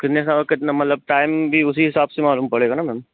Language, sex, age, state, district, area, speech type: Hindi, male, 60+, Madhya Pradesh, Bhopal, urban, conversation